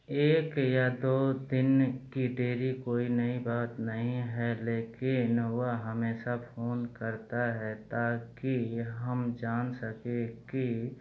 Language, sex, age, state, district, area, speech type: Hindi, male, 30-45, Uttar Pradesh, Mau, rural, read